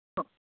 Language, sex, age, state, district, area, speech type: Marathi, female, 60+, Maharashtra, Nagpur, urban, conversation